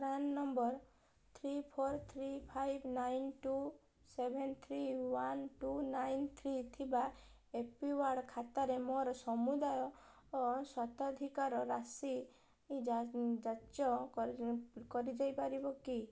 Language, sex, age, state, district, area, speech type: Odia, female, 18-30, Odisha, Balasore, rural, read